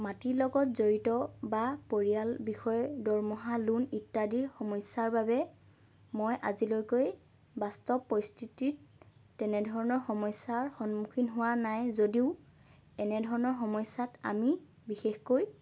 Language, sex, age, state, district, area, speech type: Assamese, female, 18-30, Assam, Lakhimpur, rural, spontaneous